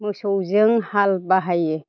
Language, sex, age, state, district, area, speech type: Bodo, female, 45-60, Assam, Chirang, rural, spontaneous